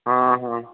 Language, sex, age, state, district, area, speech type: Odia, male, 30-45, Odisha, Kalahandi, rural, conversation